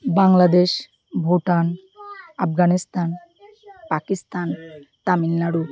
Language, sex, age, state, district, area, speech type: Bengali, female, 30-45, West Bengal, Birbhum, urban, spontaneous